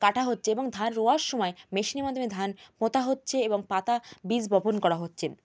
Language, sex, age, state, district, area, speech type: Bengali, female, 18-30, West Bengal, Jalpaiguri, rural, spontaneous